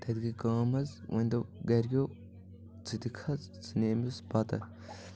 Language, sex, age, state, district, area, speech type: Kashmiri, male, 18-30, Jammu and Kashmir, Kulgam, rural, spontaneous